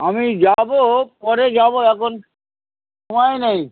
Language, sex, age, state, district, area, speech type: Bengali, male, 60+, West Bengal, Hooghly, rural, conversation